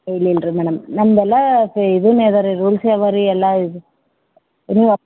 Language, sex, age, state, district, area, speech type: Kannada, female, 18-30, Karnataka, Gulbarga, urban, conversation